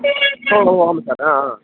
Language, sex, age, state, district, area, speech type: Tamil, male, 18-30, Tamil Nadu, Krishnagiri, rural, conversation